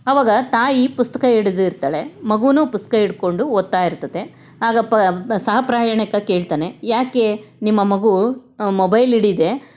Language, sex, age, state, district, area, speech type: Kannada, female, 60+, Karnataka, Chitradurga, rural, spontaneous